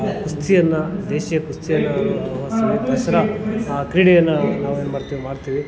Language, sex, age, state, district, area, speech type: Kannada, male, 30-45, Karnataka, Kolar, rural, spontaneous